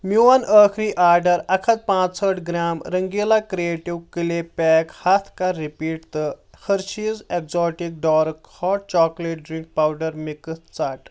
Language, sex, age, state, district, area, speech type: Kashmiri, male, 18-30, Jammu and Kashmir, Kulgam, urban, read